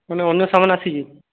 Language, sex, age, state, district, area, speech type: Odia, male, 18-30, Odisha, Subarnapur, urban, conversation